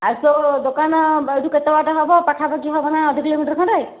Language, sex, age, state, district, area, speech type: Odia, female, 60+, Odisha, Angul, rural, conversation